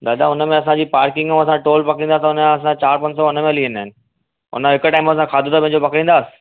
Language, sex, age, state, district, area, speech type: Sindhi, male, 30-45, Maharashtra, Thane, urban, conversation